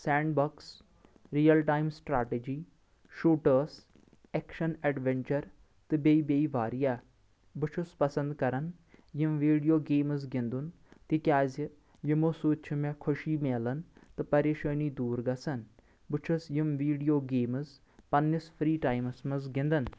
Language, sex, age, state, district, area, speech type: Kashmiri, male, 18-30, Jammu and Kashmir, Anantnag, rural, spontaneous